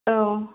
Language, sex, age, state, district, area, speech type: Bodo, female, 30-45, Assam, Kokrajhar, rural, conversation